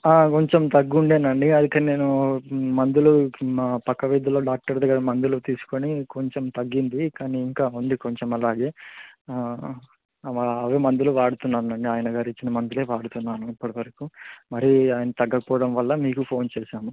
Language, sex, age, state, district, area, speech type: Telugu, male, 18-30, Andhra Pradesh, Visakhapatnam, urban, conversation